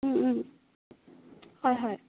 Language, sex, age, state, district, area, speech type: Assamese, female, 18-30, Assam, Jorhat, urban, conversation